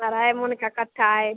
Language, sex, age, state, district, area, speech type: Hindi, female, 30-45, Bihar, Madhepura, rural, conversation